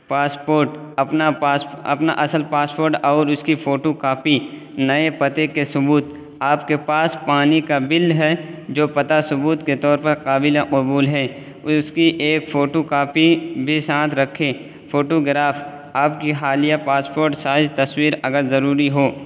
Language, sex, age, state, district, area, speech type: Urdu, male, 18-30, Uttar Pradesh, Balrampur, rural, spontaneous